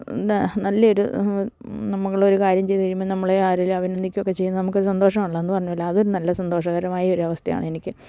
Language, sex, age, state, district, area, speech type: Malayalam, female, 60+, Kerala, Idukki, rural, spontaneous